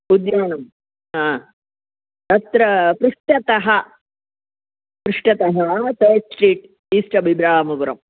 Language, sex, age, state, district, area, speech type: Sanskrit, female, 60+, Tamil Nadu, Chennai, urban, conversation